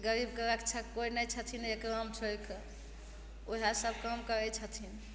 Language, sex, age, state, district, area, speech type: Maithili, female, 45-60, Bihar, Begusarai, urban, spontaneous